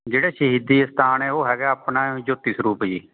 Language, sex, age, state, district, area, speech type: Punjabi, male, 30-45, Punjab, Fatehgarh Sahib, urban, conversation